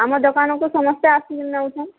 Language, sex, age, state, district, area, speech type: Odia, female, 30-45, Odisha, Boudh, rural, conversation